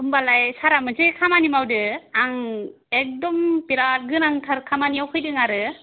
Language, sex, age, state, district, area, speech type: Bodo, female, 30-45, Assam, Kokrajhar, rural, conversation